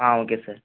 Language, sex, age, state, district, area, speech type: Tamil, male, 18-30, Tamil Nadu, Thanjavur, rural, conversation